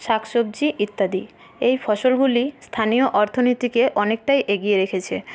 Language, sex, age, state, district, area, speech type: Bengali, female, 18-30, West Bengal, Paschim Bardhaman, urban, spontaneous